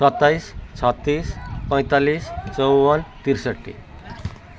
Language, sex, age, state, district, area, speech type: Nepali, male, 45-60, West Bengal, Jalpaiguri, urban, spontaneous